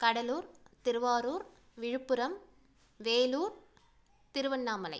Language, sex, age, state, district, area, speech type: Tamil, female, 30-45, Tamil Nadu, Nagapattinam, rural, spontaneous